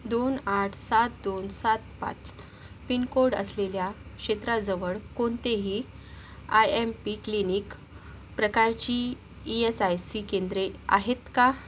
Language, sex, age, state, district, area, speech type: Marathi, female, 45-60, Maharashtra, Yavatmal, urban, read